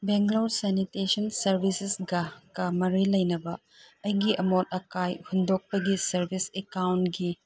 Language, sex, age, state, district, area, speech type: Manipuri, female, 45-60, Manipur, Chandel, rural, read